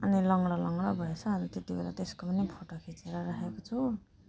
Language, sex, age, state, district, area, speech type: Nepali, female, 45-60, West Bengal, Alipurduar, rural, spontaneous